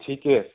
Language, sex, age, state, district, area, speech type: Assamese, male, 30-45, Assam, Nagaon, rural, conversation